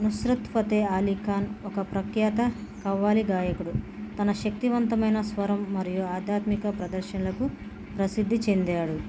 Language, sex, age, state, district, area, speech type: Telugu, female, 30-45, Telangana, Bhadradri Kothagudem, urban, spontaneous